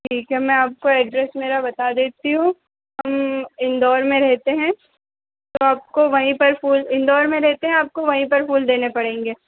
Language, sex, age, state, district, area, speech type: Hindi, female, 18-30, Madhya Pradesh, Harda, urban, conversation